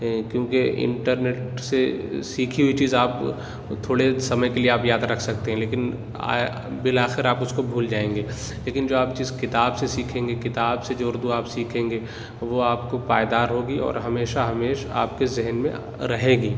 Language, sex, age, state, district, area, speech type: Urdu, male, 18-30, Uttar Pradesh, Lucknow, urban, spontaneous